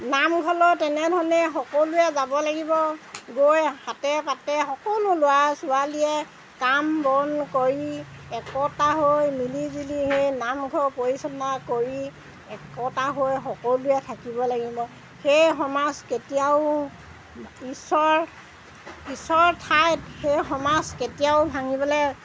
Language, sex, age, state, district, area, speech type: Assamese, female, 60+, Assam, Golaghat, urban, spontaneous